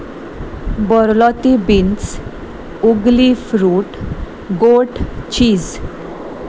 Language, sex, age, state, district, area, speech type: Goan Konkani, female, 30-45, Goa, Salcete, urban, spontaneous